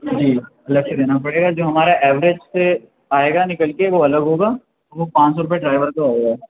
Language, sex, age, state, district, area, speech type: Urdu, male, 60+, Uttar Pradesh, Shahjahanpur, rural, conversation